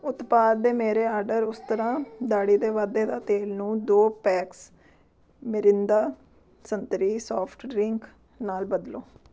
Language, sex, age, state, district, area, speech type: Punjabi, female, 30-45, Punjab, Amritsar, urban, read